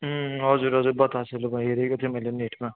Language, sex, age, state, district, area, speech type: Nepali, male, 60+, West Bengal, Darjeeling, rural, conversation